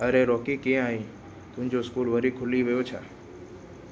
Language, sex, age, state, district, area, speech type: Sindhi, male, 18-30, Gujarat, Kutch, urban, read